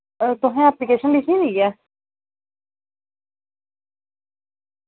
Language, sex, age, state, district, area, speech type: Dogri, female, 30-45, Jammu and Kashmir, Reasi, rural, conversation